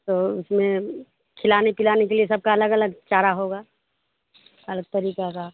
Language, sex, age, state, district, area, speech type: Urdu, female, 30-45, Bihar, Madhubani, rural, conversation